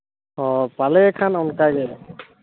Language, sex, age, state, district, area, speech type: Santali, male, 60+, Jharkhand, East Singhbhum, rural, conversation